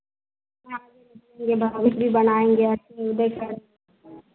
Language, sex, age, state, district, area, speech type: Hindi, female, 45-60, Bihar, Madhepura, rural, conversation